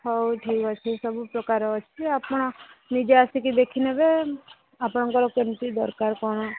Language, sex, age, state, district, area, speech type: Odia, female, 18-30, Odisha, Subarnapur, urban, conversation